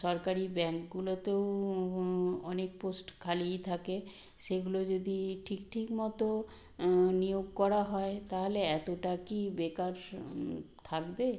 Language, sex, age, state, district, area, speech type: Bengali, female, 60+, West Bengal, Nadia, rural, spontaneous